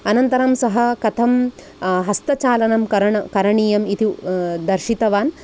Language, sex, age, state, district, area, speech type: Sanskrit, female, 45-60, Karnataka, Udupi, urban, spontaneous